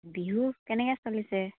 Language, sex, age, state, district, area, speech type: Assamese, female, 30-45, Assam, Tinsukia, urban, conversation